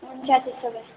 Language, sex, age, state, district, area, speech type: Nepali, female, 18-30, West Bengal, Darjeeling, rural, conversation